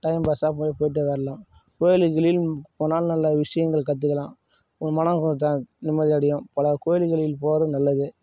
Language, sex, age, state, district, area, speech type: Tamil, male, 30-45, Tamil Nadu, Kallakurichi, rural, spontaneous